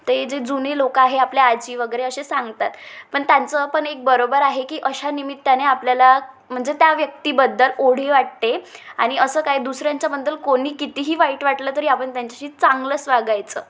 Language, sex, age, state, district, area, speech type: Marathi, female, 18-30, Maharashtra, Wardha, rural, spontaneous